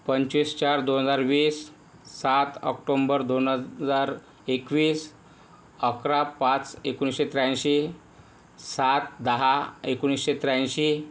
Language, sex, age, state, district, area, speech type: Marathi, male, 18-30, Maharashtra, Yavatmal, rural, spontaneous